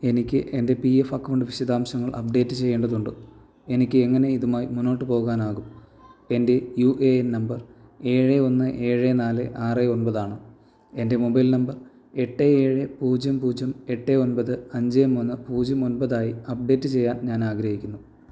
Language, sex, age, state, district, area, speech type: Malayalam, male, 18-30, Kerala, Thiruvananthapuram, rural, read